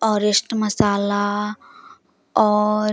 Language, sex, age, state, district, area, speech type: Hindi, female, 18-30, Uttar Pradesh, Prayagraj, rural, spontaneous